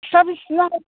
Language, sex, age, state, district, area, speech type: Bodo, female, 60+, Assam, Chirang, rural, conversation